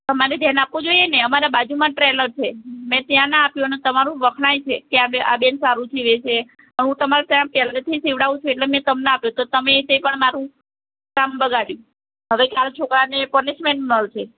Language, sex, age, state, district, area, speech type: Gujarati, female, 18-30, Gujarat, Ahmedabad, urban, conversation